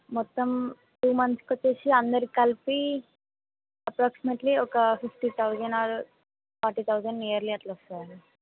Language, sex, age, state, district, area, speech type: Telugu, female, 18-30, Telangana, Mahbubnagar, urban, conversation